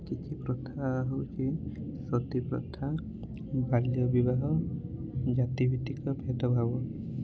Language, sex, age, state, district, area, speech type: Odia, male, 18-30, Odisha, Mayurbhanj, rural, spontaneous